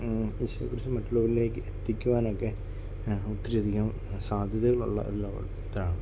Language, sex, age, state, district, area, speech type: Malayalam, male, 30-45, Kerala, Kollam, rural, spontaneous